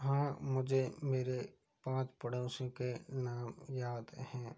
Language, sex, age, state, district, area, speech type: Hindi, male, 60+, Rajasthan, Karauli, rural, spontaneous